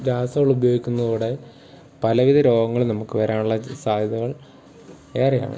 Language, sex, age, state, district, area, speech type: Malayalam, male, 18-30, Kerala, Wayanad, rural, spontaneous